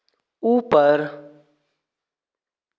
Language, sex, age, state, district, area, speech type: Hindi, male, 18-30, Rajasthan, Bharatpur, rural, read